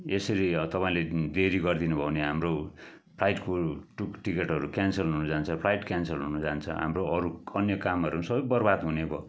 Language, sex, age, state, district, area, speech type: Nepali, male, 45-60, West Bengal, Kalimpong, rural, spontaneous